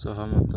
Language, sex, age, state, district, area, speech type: Odia, male, 18-30, Odisha, Nuapada, urban, read